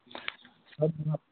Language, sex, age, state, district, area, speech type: Maithili, male, 18-30, Bihar, Madhubani, rural, conversation